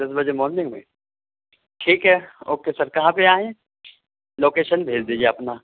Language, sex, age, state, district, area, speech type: Urdu, male, 30-45, Delhi, Central Delhi, urban, conversation